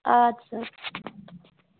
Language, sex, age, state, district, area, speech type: Kashmiri, female, 30-45, Jammu and Kashmir, Budgam, rural, conversation